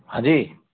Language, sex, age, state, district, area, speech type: Hindi, male, 60+, Madhya Pradesh, Bhopal, urban, conversation